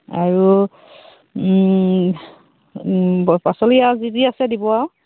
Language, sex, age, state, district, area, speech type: Assamese, female, 30-45, Assam, Sivasagar, rural, conversation